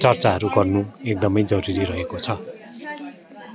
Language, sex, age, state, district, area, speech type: Nepali, male, 45-60, West Bengal, Darjeeling, rural, spontaneous